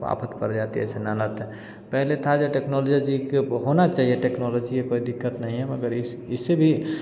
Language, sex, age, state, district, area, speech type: Hindi, male, 30-45, Bihar, Samastipur, urban, spontaneous